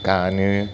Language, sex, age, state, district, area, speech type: Bodo, male, 60+, Assam, Chirang, rural, spontaneous